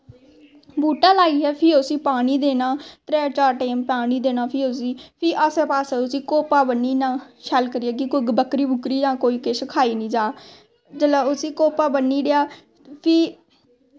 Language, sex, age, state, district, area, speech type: Dogri, female, 18-30, Jammu and Kashmir, Samba, rural, spontaneous